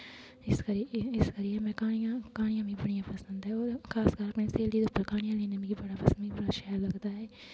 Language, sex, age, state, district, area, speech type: Dogri, female, 18-30, Jammu and Kashmir, Kathua, rural, spontaneous